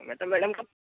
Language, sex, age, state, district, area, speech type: Hindi, male, 45-60, Madhya Pradesh, Bhopal, urban, conversation